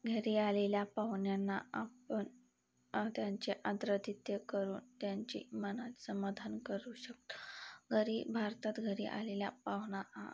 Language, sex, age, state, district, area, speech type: Marathi, female, 18-30, Maharashtra, Sangli, rural, spontaneous